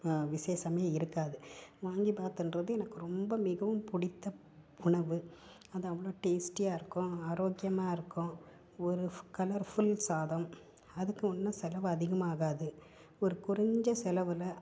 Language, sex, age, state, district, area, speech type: Tamil, female, 45-60, Tamil Nadu, Tiruppur, urban, spontaneous